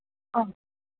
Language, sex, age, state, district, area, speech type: Malayalam, female, 30-45, Kerala, Idukki, rural, conversation